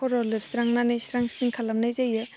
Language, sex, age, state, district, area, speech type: Bodo, female, 18-30, Assam, Baksa, rural, spontaneous